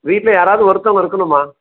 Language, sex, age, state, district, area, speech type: Tamil, male, 45-60, Tamil Nadu, Thanjavur, rural, conversation